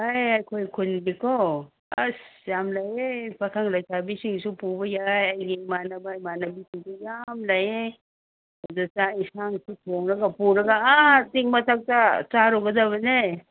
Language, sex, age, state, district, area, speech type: Manipuri, female, 60+, Manipur, Ukhrul, rural, conversation